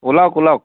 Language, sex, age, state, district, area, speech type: Assamese, male, 30-45, Assam, Lakhimpur, rural, conversation